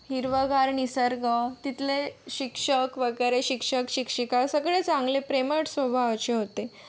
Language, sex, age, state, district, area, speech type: Marathi, female, 30-45, Maharashtra, Yavatmal, rural, spontaneous